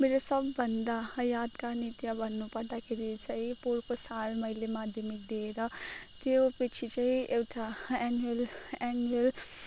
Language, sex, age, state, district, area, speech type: Nepali, female, 18-30, West Bengal, Kalimpong, rural, spontaneous